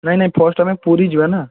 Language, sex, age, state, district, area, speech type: Odia, male, 18-30, Odisha, Balasore, rural, conversation